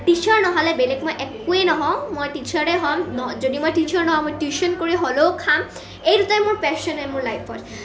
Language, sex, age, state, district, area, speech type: Assamese, female, 18-30, Assam, Nalbari, rural, spontaneous